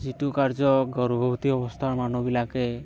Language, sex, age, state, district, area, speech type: Assamese, male, 18-30, Assam, Barpeta, rural, spontaneous